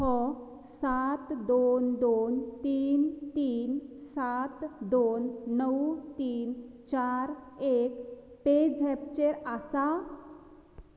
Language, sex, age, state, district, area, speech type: Goan Konkani, female, 30-45, Goa, Canacona, rural, read